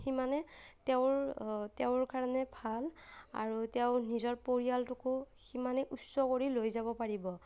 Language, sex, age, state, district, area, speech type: Assamese, female, 45-60, Assam, Nagaon, rural, spontaneous